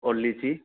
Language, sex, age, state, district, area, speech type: Hindi, male, 30-45, Rajasthan, Jaipur, urban, conversation